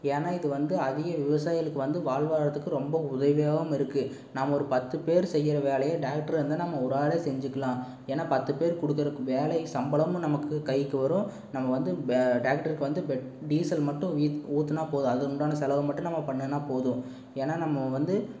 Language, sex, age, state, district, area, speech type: Tamil, male, 18-30, Tamil Nadu, Erode, rural, spontaneous